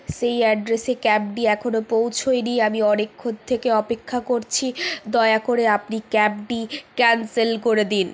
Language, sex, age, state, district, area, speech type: Bengali, female, 45-60, West Bengal, Purulia, urban, spontaneous